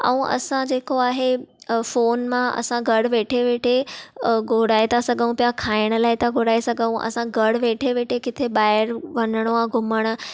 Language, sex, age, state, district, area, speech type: Sindhi, female, 18-30, Maharashtra, Thane, urban, spontaneous